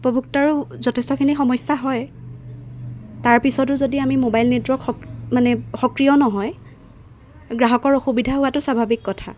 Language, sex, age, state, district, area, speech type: Assamese, female, 18-30, Assam, Golaghat, urban, spontaneous